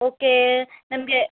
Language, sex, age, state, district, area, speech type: Kannada, female, 60+, Karnataka, Chikkaballapur, urban, conversation